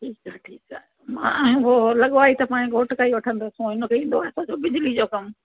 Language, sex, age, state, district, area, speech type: Sindhi, female, 45-60, Delhi, South Delhi, rural, conversation